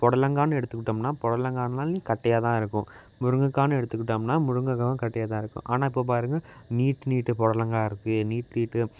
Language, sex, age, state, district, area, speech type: Tamil, male, 18-30, Tamil Nadu, Thanjavur, urban, spontaneous